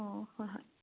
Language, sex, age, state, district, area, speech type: Manipuri, female, 30-45, Manipur, Tengnoupal, rural, conversation